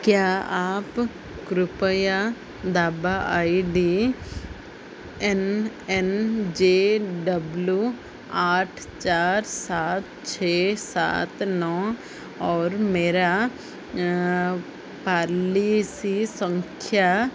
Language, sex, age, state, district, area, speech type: Hindi, female, 45-60, Madhya Pradesh, Chhindwara, rural, read